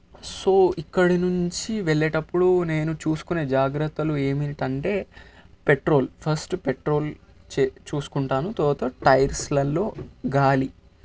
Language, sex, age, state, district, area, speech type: Telugu, male, 18-30, Telangana, Vikarabad, urban, spontaneous